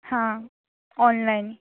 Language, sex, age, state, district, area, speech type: Goan Konkani, female, 18-30, Goa, Bardez, rural, conversation